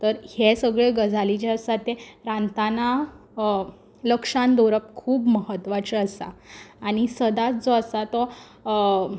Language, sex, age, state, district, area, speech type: Goan Konkani, female, 18-30, Goa, Quepem, rural, spontaneous